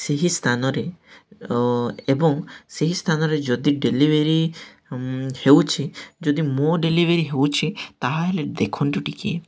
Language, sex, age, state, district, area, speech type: Odia, male, 18-30, Odisha, Nabarangpur, urban, spontaneous